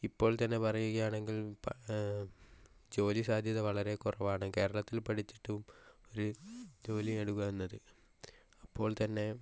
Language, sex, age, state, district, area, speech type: Malayalam, male, 18-30, Kerala, Kozhikode, rural, spontaneous